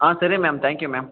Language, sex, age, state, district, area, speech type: Kannada, male, 18-30, Karnataka, Kolar, rural, conversation